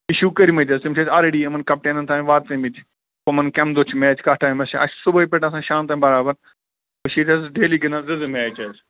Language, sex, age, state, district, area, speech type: Kashmiri, male, 45-60, Jammu and Kashmir, Bandipora, rural, conversation